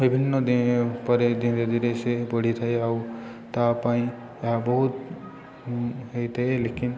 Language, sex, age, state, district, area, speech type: Odia, male, 18-30, Odisha, Subarnapur, urban, spontaneous